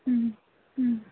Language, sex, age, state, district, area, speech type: Bodo, female, 18-30, Assam, Kokrajhar, rural, conversation